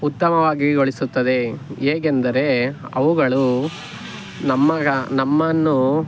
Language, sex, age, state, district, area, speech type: Kannada, male, 18-30, Karnataka, Tumkur, rural, spontaneous